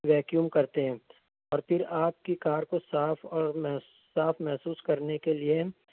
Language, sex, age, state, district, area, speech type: Urdu, male, 18-30, Maharashtra, Nashik, urban, conversation